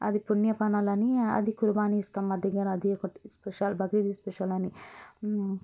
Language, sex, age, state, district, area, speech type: Telugu, female, 18-30, Telangana, Vikarabad, urban, spontaneous